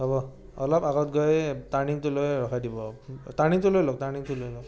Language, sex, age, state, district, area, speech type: Assamese, male, 45-60, Assam, Morigaon, rural, spontaneous